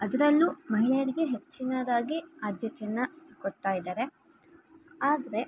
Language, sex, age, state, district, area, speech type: Kannada, female, 18-30, Karnataka, Chitradurga, urban, spontaneous